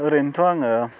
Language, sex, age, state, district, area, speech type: Bodo, male, 18-30, Assam, Baksa, rural, spontaneous